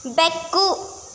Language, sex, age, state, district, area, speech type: Kannada, female, 18-30, Karnataka, Tumkur, rural, read